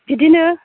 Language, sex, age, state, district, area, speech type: Bodo, female, 45-60, Assam, Chirang, rural, conversation